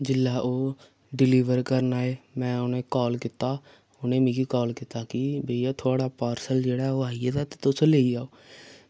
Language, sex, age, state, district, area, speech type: Dogri, male, 18-30, Jammu and Kashmir, Samba, rural, spontaneous